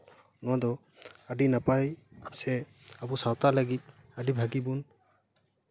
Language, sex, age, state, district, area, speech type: Santali, male, 18-30, West Bengal, Paschim Bardhaman, rural, spontaneous